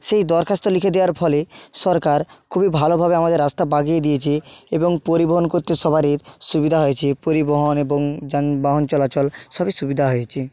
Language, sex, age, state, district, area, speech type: Bengali, male, 18-30, West Bengal, Nadia, rural, spontaneous